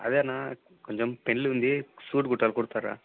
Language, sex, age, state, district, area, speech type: Telugu, male, 18-30, Andhra Pradesh, Kadapa, rural, conversation